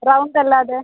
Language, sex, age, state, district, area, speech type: Malayalam, female, 18-30, Kerala, Kollam, rural, conversation